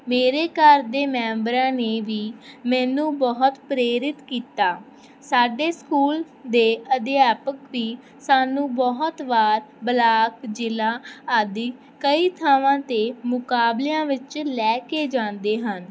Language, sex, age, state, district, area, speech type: Punjabi, female, 18-30, Punjab, Barnala, rural, spontaneous